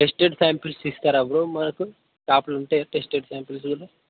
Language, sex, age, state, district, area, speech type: Telugu, male, 18-30, Telangana, Peddapalli, rural, conversation